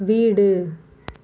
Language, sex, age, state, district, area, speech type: Tamil, female, 30-45, Tamil Nadu, Mayiladuthurai, rural, read